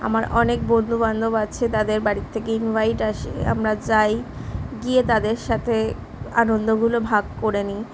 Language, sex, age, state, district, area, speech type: Bengali, female, 18-30, West Bengal, Kolkata, urban, spontaneous